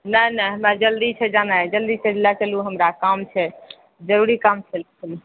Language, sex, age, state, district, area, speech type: Maithili, female, 60+, Bihar, Purnia, rural, conversation